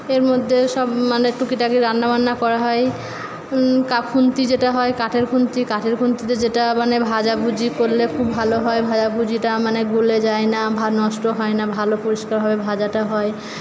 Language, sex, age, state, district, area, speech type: Bengali, female, 30-45, West Bengal, Purba Bardhaman, urban, spontaneous